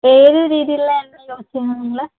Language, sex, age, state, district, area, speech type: Malayalam, female, 30-45, Kerala, Palakkad, rural, conversation